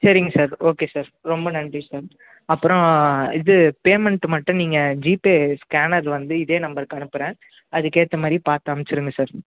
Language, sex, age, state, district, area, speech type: Tamil, male, 18-30, Tamil Nadu, Chennai, urban, conversation